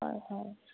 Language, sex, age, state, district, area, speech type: Assamese, female, 45-60, Assam, Morigaon, urban, conversation